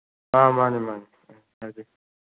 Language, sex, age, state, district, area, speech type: Manipuri, male, 45-60, Manipur, Churachandpur, rural, conversation